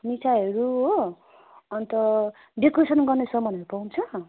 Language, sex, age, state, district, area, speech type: Nepali, female, 45-60, West Bengal, Jalpaiguri, urban, conversation